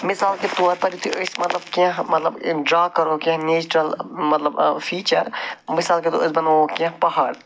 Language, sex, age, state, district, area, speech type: Kashmiri, male, 45-60, Jammu and Kashmir, Budgam, urban, spontaneous